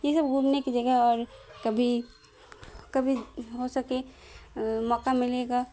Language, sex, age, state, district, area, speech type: Urdu, female, 18-30, Bihar, Khagaria, rural, spontaneous